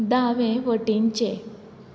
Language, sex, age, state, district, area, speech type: Goan Konkani, female, 18-30, Goa, Quepem, rural, read